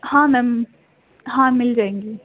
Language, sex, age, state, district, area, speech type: Urdu, female, 18-30, Delhi, East Delhi, urban, conversation